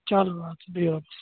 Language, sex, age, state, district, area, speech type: Kashmiri, male, 30-45, Jammu and Kashmir, Kupwara, urban, conversation